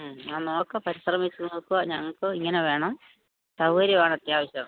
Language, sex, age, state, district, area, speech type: Malayalam, female, 45-60, Kerala, Pathanamthitta, rural, conversation